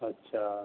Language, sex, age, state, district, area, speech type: Hindi, male, 60+, Rajasthan, Jodhpur, urban, conversation